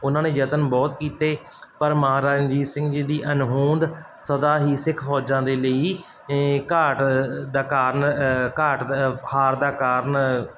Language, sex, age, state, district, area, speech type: Punjabi, male, 30-45, Punjab, Barnala, rural, spontaneous